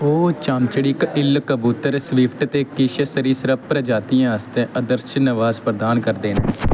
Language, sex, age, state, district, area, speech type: Dogri, male, 18-30, Jammu and Kashmir, Kathua, rural, read